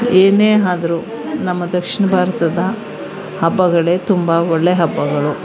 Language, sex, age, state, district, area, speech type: Kannada, female, 45-60, Karnataka, Mandya, urban, spontaneous